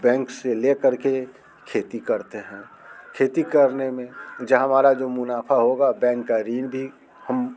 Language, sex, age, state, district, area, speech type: Hindi, male, 45-60, Bihar, Muzaffarpur, rural, spontaneous